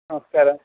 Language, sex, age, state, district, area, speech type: Malayalam, male, 18-30, Kerala, Malappuram, urban, conversation